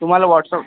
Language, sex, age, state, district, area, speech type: Marathi, male, 45-60, Maharashtra, Amravati, urban, conversation